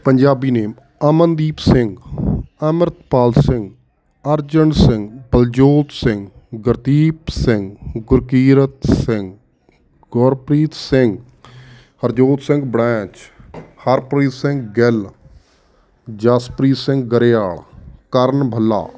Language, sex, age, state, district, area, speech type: Punjabi, male, 30-45, Punjab, Ludhiana, rural, spontaneous